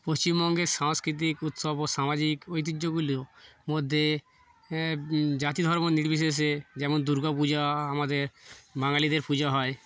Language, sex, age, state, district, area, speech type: Bengali, male, 30-45, West Bengal, Darjeeling, urban, spontaneous